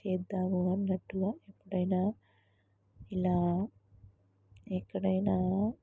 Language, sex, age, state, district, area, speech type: Telugu, female, 18-30, Telangana, Mahabubabad, rural, spontaneous